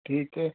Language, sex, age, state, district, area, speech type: Punjabi, male, 45-60, Punjab, Tarn Taran, urban, conversation